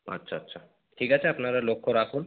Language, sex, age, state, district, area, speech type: Bengali, male, 30-45, West Bengal, Nadia, urban, conversation